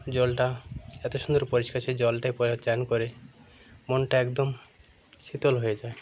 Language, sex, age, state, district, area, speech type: Bengali, male, 30-45, West Bengal, Birbhum, urban, spontaneous